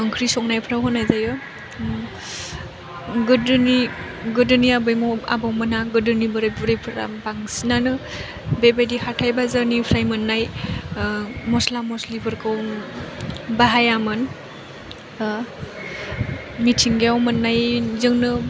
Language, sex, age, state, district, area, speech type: Bodo, female, 18-30, Assam, Chirang, rural, spontaneous